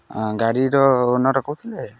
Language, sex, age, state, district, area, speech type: Odia, male, 18-30, Odisha, Jagatsinghpur, rural, spontaneous